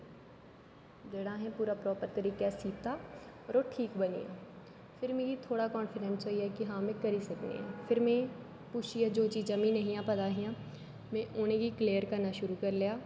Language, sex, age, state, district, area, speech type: Dogri, female, 18-30, Jammu and Kashmir, Jammu, urban, spontaneous